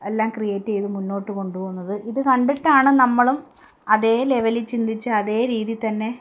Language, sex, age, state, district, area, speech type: Malayalam, female, 18-30, Kerala, Palakkad, rural, spontaneous